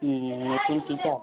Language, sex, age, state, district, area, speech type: Bengali, male, 18-30, West Bengal, Uttar Dinajpur, urban, conversation